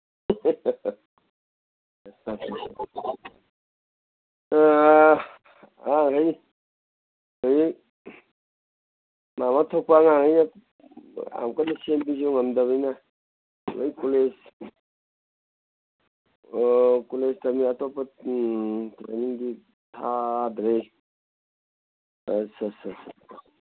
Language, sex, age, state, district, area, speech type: Manipuri, male, 60+, Manipur, Imphal East, rural, conversation